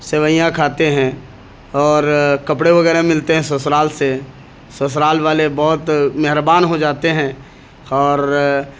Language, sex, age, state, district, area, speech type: Urdu, male, 18-30, Bihar, Purnia, rural, spontaneous